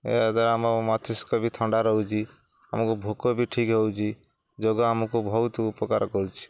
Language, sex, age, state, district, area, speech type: Odia, male, 45-60, Odisha, Jagatsinghpur, rural, spontaneous